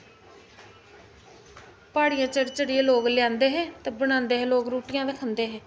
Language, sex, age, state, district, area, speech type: Dogri, female, 30-45, Jammu and Kashmir, Jammu, urban, spontaneous